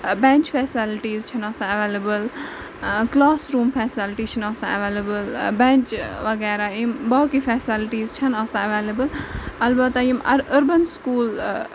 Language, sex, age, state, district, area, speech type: Kashmiri, female, 18-30, Jammu and Kashmir, Ganderbal, rural, spontaneous